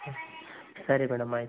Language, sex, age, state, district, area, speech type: Kannada, male, 18-30, Karnataka, Davanagere, rural, conversation